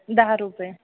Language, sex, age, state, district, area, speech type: Marathi, female, 30-45, Maharashtra, Amravati, rural, conversation